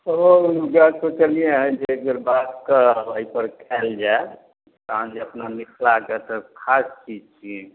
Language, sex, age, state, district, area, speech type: Maithili, male, 60+, Bihar, Madhubani, rural, conversation